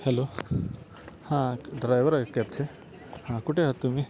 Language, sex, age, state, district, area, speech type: Marathi, male, 18-30, Maharashtra, Satara, rural, spontaneous